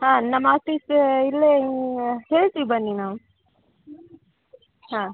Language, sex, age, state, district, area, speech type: Kannada, female, 18-30, Karnataka, Gadag, urban, conversation